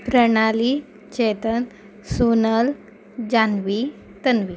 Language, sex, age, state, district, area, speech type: Marathi, female, 18-30, Maharashtra, Amravati, urban, spontaneous